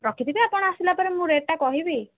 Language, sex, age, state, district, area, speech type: Odia, female, 18-30, Odisha, Bhadrak, rural, conversation